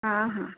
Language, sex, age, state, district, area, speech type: Odia, female, 30-45, Odisha, Ganjam, urban, conversation